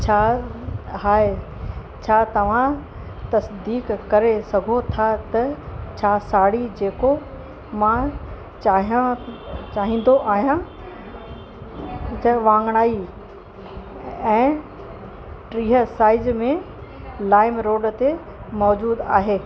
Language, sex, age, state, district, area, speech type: Sindhi, female, 45-60, Uttar Pradesh, Lucknow, urban, read